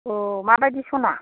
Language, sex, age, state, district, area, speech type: Bodo, female, 60+, Assam, Kokrajhar, urban, conversation